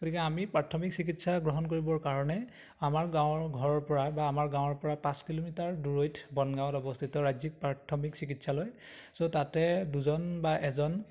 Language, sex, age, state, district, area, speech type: Assamese, male, 18-30, Assam, Majuli, urban, spontaneous